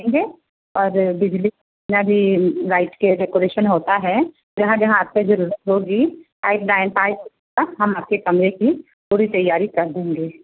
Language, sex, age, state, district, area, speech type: Hindi, female, 45-60, Uttar Pradesh, Pratapgarh, rural, conversation